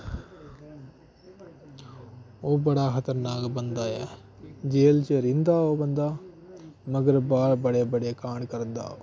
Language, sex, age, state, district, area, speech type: Dogri, male, 18-30, Jammu and Kashmir, Kathua, rural, spontaneous